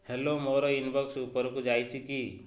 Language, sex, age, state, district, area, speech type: Odia, male, 30-45, Odisha, Jagatsinghpur, urban, read